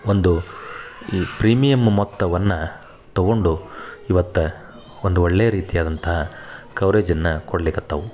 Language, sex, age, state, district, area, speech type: Kannada, male, 30-45, Karnataka, Dharwad, rural, spontaneous